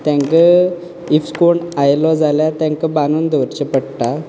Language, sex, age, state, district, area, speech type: Goan Konkani, male, 18-30, Goa, Quepem, rural, spontaneous